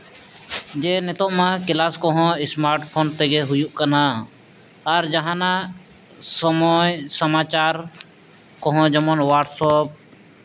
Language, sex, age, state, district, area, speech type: Santali, male, 30-45, Jharkhand, East Singhbhum, rural, spontaneous